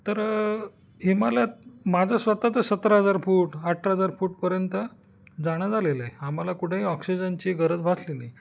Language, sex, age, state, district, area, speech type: Marathi, male, 45-60, Maharashtra, Nashik, urban, spontaneous